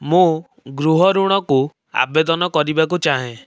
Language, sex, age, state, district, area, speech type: Odia, male, 18-30, Odisha, Cuttack, urban, read